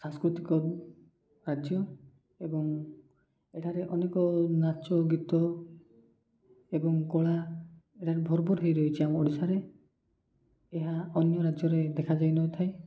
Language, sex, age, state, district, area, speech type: Odia, male, 30-45, Odisha, Koraput, urban, spontaneous